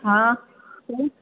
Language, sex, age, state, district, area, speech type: Sindhi, female, 18-30, Gujarat, Junagadh, urban, conversation